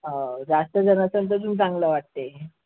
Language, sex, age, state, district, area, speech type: Marathi, male, 18-30, Maharashtra, Yavatmal, rural, conversation